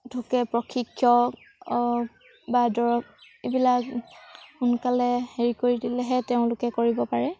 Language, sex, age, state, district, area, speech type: Assamese, female, 18-30, Assam, Sivasagar, rural, spontaneous